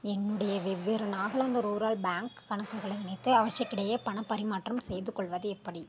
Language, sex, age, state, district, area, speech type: Tamil, female, 30-45, Tamil Nadu, Mayiladuthurai, urban, read